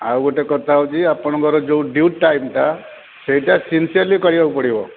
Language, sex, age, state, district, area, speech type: Odia, male, 60+, Odisha, Kendrapara, urban, conversation